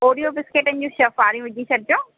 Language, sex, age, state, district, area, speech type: Sindhi, female, 30-45, Maharashtra, Thane, urban, conversation